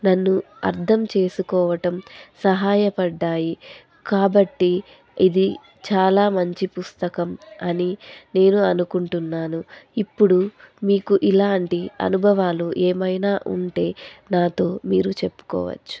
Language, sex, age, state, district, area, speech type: Telugu, female, 18-30, Andhra Pradesh, Anantapur, rural, spontaneous